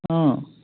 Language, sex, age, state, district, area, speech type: Assamese, male, 18-30, Assam, Majuli, urban, conversation